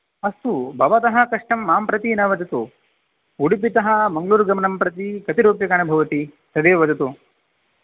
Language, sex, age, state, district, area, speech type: Sanskrit, male, 18-30, Tamil Nadu, Chennai, urban, conversation